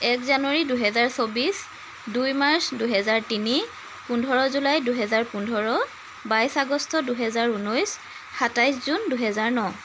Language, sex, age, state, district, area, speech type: Assamese, female, 45-60, Assam, Tinsukia, rural, spontaneous